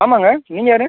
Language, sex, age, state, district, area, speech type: Tamil, male, 18-30, Tamil Nadu, Cuddalore, rural, conversation